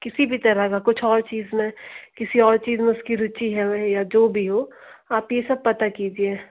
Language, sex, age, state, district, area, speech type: Hindi, female, 60+, Madhya Pradesh, Bhopal, urban, conversation